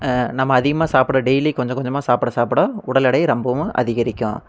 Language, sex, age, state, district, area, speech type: Tamil, male, 18-30, Tamil Nadu, Erode, rural, spontaneous